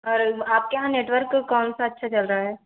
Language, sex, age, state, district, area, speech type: Hindi, female, 30-45, Uttar Pradesh, Ayodhya, rural, conversation